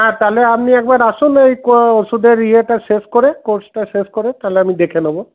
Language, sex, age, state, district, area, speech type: Bengali, male, 45-60, West Bengal, Paschim Bardhaman, urban, conversation